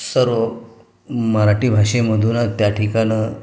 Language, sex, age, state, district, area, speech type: Marathi, male, 30-45, Maharashtra, Ratnagiri, rural, spontaneous